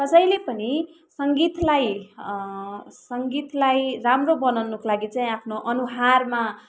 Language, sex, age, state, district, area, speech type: Nepali, female, 30-45, West Bengal, Kalimpong, rural, spontaneous